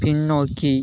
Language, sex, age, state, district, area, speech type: Tamil, male, 18-30, Tamil Nadu, Cuddalore, rural, read